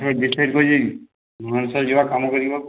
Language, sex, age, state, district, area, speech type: Odia, male, 60+, Odisha, Boudh, rural, conversation